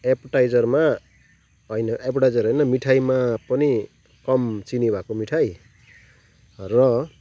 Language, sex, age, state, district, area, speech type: Nepali, male, 30-45, West Bengal, Kalimpong, rural, spontaneous